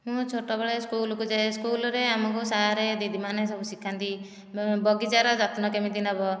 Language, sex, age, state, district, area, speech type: Odia, female, 30-45, Odisha, Nayagarh, rural, spontaneous